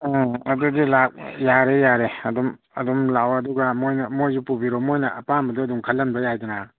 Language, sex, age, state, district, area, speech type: Manipuri, male, 45-60, Manipur, Imphal East, rural, conversation